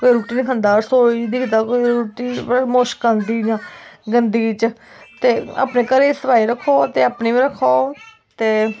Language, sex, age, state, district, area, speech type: Dogri, female, 18-30, Jammu and Kashmir, Kathua, rural, spontaneous